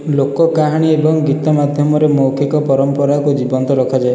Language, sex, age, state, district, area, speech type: Odia, male, 18-30, Odisha, Puri, urban, read